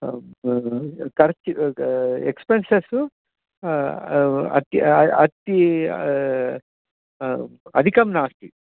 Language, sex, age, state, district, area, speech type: Sanskrit, male, 60+, Karnataka, Bangalore Urban, urban, conversation